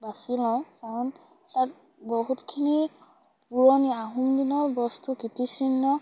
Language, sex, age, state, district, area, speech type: Assamese, female, 18-30, Assam, Sivasagar, rural, spontaneous